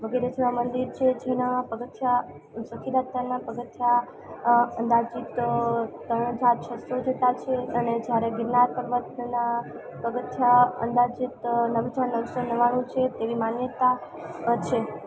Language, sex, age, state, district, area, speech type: Gujarati, female, 18-30, Gujarat, Junagadh, rural, spontaneous